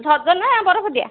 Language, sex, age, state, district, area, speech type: Odia, female, 45-60, Odisha, Ganjam, urban, conversation